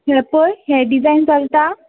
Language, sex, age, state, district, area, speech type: Goan Konkani, female, 18-30, Goa, Tiswadi, rural, conversation